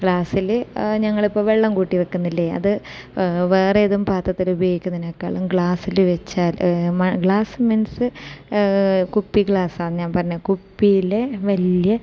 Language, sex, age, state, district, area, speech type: Malayalam, female, 30-45, Kerala, Kasaragod, rural, spontaneous